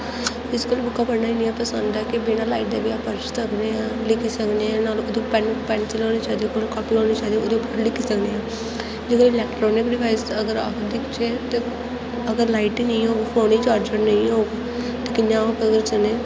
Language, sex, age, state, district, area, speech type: Dogri, female, 18-30, Jammu and Kashmir, Kathua, rural, spontaneous